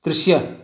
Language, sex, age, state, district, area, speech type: Kannada, male, 60+, Karnataka, Bangalore Rural, rural, read